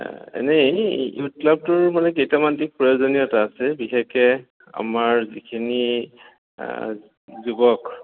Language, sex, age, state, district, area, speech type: Assamese, male, 45-60, Assam, Goalpara, urban, conversation